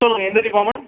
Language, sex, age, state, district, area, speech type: Tamil, male, 18-30, Tamil Nadu, Sivaganga, rural, conversation